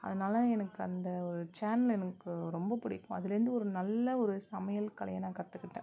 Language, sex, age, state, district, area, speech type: Tamil, female, 18-30, Tamil Nadu, Nagapattinam, rural, spontaneous